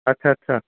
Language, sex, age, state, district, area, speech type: Punjabi, male, 45-60, Punjab, Bathinda, urban, conversation